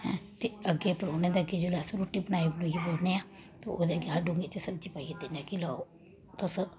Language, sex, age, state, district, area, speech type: Dogri, female, 30-45, Jammu and Kashmir, Samba, urban, spontaneous